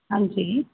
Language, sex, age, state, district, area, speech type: Punjabi, female, 18-30, Punjab, Fazilka, rural, conversation